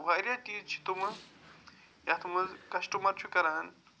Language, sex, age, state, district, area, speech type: Kashmiri, male, 45-60, Jammu and Kashmir, Budgam, urban, spontaneous